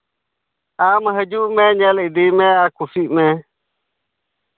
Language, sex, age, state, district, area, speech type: Santali, male, 30-45, Jharkhand, Pakur, rural, conversation